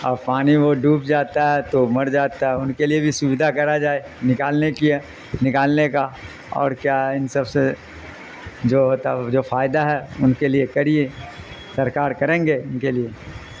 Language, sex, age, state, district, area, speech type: Urdu, male, 60+, Bihar, Darbhanga, rural, spontaneous